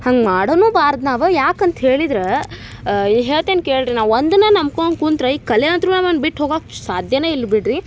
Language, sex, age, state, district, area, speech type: Kannada, female, 18-30, Karnataka, Dharwad, rural, spontaneous